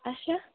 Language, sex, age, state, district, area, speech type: Kashmiri, female, 30-45, Jammu and Kashmir, Bandipora, rural, conversation